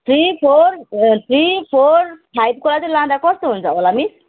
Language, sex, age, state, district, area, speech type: Nepali, female, 30-45, West Bengal, Jalpaiguri, urban, conversation